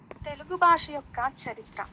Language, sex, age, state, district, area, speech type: Telugu, female, 18-30, Telangana, Bhadradri Kothagudem, rural, spontaneous